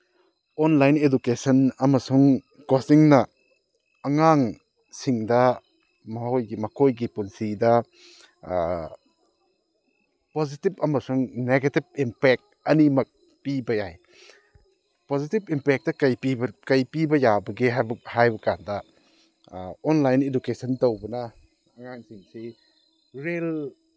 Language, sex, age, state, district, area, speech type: Manipuri, male, 30-45, Manipur, Thoubal, rural, spontaneous